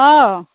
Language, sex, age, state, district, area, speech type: Assamese, female, 30-45, Assam, Udalguri, rural, conversation